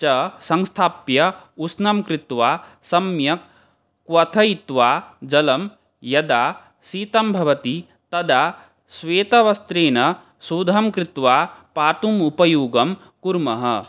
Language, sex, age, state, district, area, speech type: Sanskrit, male, 18-30, Assam, Barpeta, rural, spontaneous